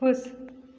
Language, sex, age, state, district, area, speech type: Hindi, female, 18-30, Madhya Pradesh, Betul, rural, read